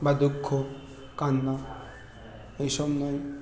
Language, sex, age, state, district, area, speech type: Bengali, male, 30-45, West Bengal, Bankura, urban, spontaneous